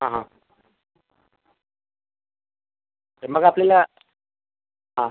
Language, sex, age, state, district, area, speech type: Marathi, male, 30-45, Maharashtra, Akola, rural, conversation